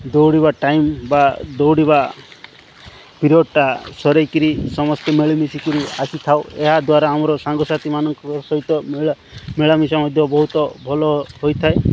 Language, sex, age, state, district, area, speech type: Odia, male, 45-60, Odisha, Nabarangpur, rural, spontaneous